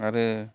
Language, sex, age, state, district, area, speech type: Bodo, male, 45-60, Assam, Kokrajhar, rural, spontaneous